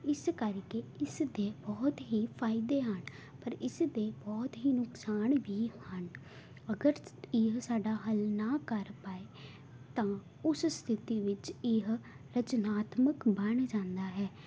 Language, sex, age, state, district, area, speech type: Punjabi, female, 18-30, Punjab, Tarn Taran, urban, spontaneous